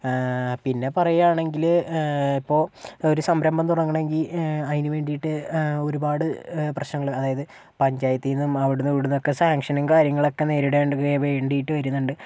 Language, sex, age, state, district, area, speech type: Malayalam, male, 18-30, Kerala, Kozhikode, urban, spontaneous